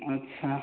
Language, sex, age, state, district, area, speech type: Odia, male, 30-45, Odisha, Kalahandi, rural, conversation